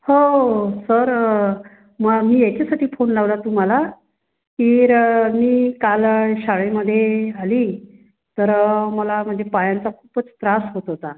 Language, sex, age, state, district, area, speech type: Marathi, female, 45-60, Maharashtra, Wardha, urban, conversation